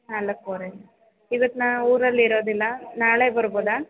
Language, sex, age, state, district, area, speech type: Kannada, female, 18-30, Karnataka, Chamarajanagar, rural, conversation